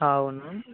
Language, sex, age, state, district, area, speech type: Telugu, male, 18-30, Andhra Pradesh, Annamaya, rural, conversation